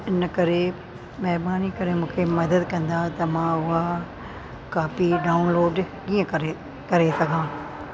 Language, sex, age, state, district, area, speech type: Sindhi, female, 60+, Rajasthan, Ajmer, urban, spontaneous